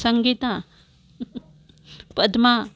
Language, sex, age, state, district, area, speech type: Marathi, female, 45-60, Maharashtra, Amravati, urban, spontaneous